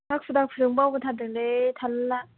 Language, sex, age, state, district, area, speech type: Bodo, female, 18-30, Assam, Kokrajhar, rural, conversation